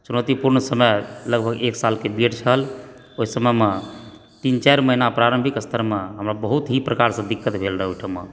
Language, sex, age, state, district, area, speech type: Maithili, female, 30-45, Bihar, Supaul, rural, spontaneous